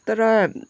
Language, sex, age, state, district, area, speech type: Nepali, female, 18-30, West Bengal, Kalimpong, rural, spontaneous